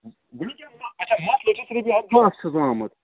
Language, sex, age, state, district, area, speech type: Kashmiri, male, 18-30, Jammu and Kashmir, Budgam, rural, conversation